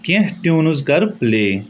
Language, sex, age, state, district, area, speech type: Kashmiri, male, 18-30, Jammu and Kashmir, Budgam, rural, read